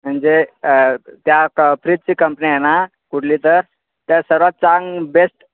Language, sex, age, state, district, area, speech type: Marathi, male, 18-30, Maharashtra, Sangli, urban, conversation